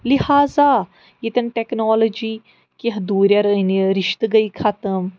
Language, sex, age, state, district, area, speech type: Kashmiri, female, 45-60, Jammu and Kashmir, Srinagar, urban, spontaneous